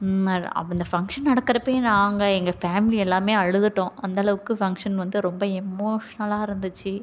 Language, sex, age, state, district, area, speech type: Tamil, female, 30-45, Tamil Nadu, Tiruchirappalli, rural, spontaneous